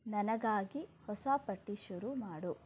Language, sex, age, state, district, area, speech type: Kannada, female, 30-45, Karnataka, Shimoga, rural, read